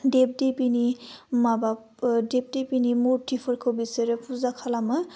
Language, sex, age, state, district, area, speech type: Bodo, female, 18-30, Assam, Udalguri, urban, spontaneous